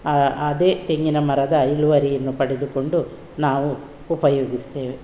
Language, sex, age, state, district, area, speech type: Kannada, female, 60+, Karnataka, Udupi, rural, spontaneous